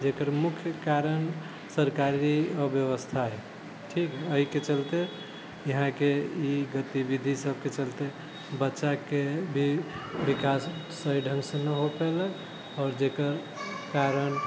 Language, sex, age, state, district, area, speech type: Maithili, male, 30-45, Bihar, Sitamarhi, rural, spontaneous